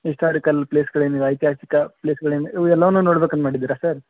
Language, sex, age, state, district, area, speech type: Kannada, male, 18-30, Karnataka, Gadag, rural, conversation